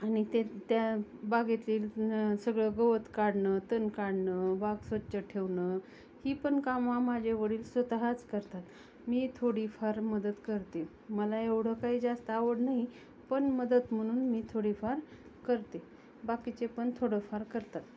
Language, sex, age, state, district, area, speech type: Marathi, female, 30-45, Maharashtra, Osmanabad, rural, spontaneous